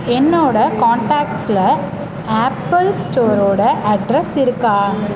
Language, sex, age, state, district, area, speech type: Tamil, female, 30-45, Tamil Nadu, Pudukkottai, rural, read